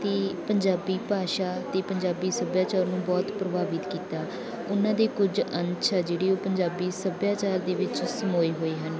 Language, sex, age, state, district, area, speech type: Punjabi, female, 18-30, Punjab, Bathinda, rural, spontaneous